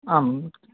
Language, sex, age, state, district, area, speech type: Sanskrit, male, 18-30, Karnataka, Dakshina Kannada, rural, conversation